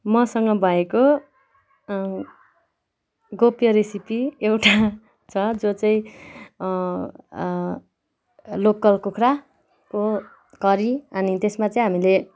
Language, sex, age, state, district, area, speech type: Nepali, female, 18-30, West Bengal, Kalimpong, rural, spontaneous